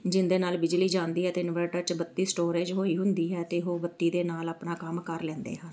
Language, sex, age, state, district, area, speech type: Punjabi, female, 45-60, Punjab, Amritsar, urban, spontaneous